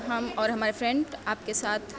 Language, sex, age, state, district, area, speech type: Urdu, female, 18-30, Uttar Pradesh, Mau, urban, spontaneous